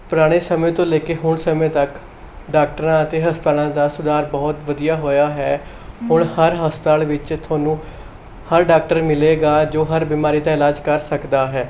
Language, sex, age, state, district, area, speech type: Punjabi, male, 18-30, Punjab, Mohali, urban, spontaneous